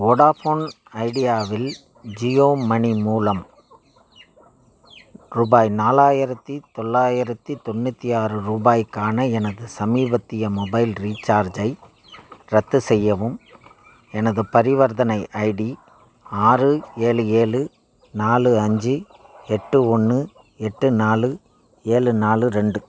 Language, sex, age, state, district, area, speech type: Tamil, male, 60+, Tamil Nadu, Thanjavur, rural, read